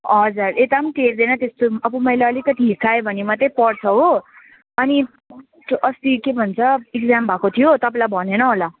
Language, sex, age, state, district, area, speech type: Nepali, female, 18-30, West Bengal, Kalimpong, rural, conversation